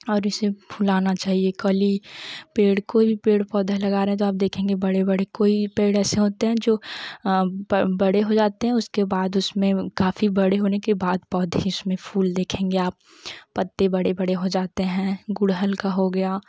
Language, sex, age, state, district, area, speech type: Hindi, female, 18-30, Uttar Pradesh, Jaunpur, rural, spontaneous